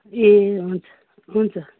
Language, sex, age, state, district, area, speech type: Nepali, female, 45-60, West Bengal, Darjeeling, rural, conversation